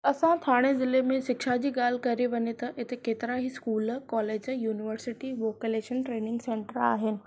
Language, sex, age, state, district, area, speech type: Sindhi, female, 30-45, Maharashtra, Thane, urban, spontaneous